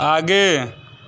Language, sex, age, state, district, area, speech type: Hindi, male, 30-45, Uttar Pradesh, Mirzapur, rural, read